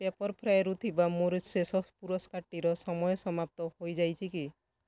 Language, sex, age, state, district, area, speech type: Odia, female, 45-60, Odisha, Kalahandi, rural, read